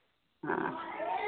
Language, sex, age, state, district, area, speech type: Hindi, female, 60+, Uttar Pradesh, Ayodhya, rural, conversation